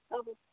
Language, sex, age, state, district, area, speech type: Santali, female, 18-30, Jharkhand, East Singhbhum, rural, conversation